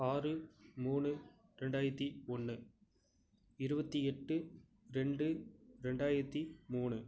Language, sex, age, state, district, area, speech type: Tamil, male, 18-30, Tamil Nadu, Nagapattinam, rural, spontaneous